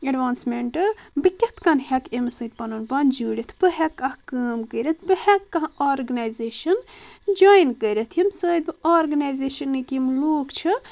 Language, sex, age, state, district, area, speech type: Kashmiri, female, 18-30, Jammu and Kashmir, Budgam, rural, spontaneous